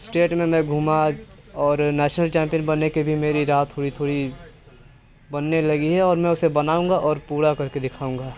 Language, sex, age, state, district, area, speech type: Hindi, male, 18-30, Uttar Pradesh, Mirzapur, rural, spontaneous